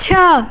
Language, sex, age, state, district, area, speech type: Hindi, female, 18-30, Uttar Pradesh, Mirzapur, rural, read